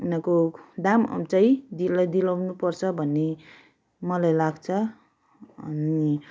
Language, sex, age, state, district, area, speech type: Nepali, female, 30-45, West Bengal, Darjeeling, rural, spontaneous